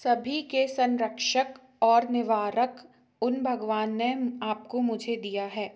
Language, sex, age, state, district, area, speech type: Hindi, female, 30-45, Madhya Pradesh, Jabalpur, urban, read